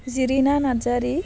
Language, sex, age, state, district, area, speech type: Bodo, female, 18-30, Assam, Baksa, rural, spontaneous